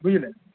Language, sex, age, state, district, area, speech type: Bengali, male, 18-30, West Bengal, Paschim Medinipur, rural, conversation